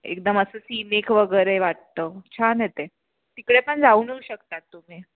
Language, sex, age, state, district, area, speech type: Marathi, female, 18-30, Maharashtra, Pune, urban, conversation